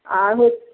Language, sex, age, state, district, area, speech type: Bengali, female, 45-60, West Bengal, Jhargram, rural, conversation